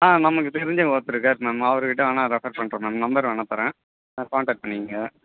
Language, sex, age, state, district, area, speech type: Tamil, male, 30-45, Tamil Nadu, Chennai, urban, conversation